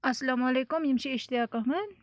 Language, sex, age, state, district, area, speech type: Kashmiri, female, 18-30, Jammu and Kashmir, Bandipora, rural, spontaneous